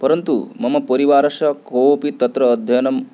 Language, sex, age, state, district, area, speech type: Sanskrit, male, 18-30, West Bengal, Paschim Medinipur, rural, spontaneous